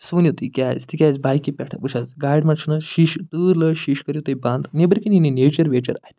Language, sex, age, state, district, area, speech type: Kashmiri, male, 45-60, Jammu and Kashmir, Budgam, urban, spontaneous